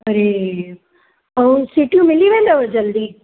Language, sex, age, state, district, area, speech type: Sindhi, female, 45-60, Maharashtra, Mumbai Suburban, urban, conversation